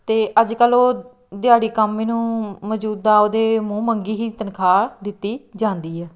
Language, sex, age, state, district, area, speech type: Punjabi, female, 30-45, Punjab, Tarn Taran, rural, spontaneous